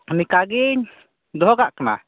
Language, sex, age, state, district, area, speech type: Santali, male, 30-45, West Bengal, Purba Bardhaman, rural, conversation